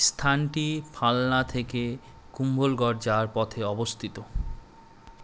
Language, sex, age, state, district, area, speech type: Bengali, male, 18-30, West Bengal, Malda, urban, read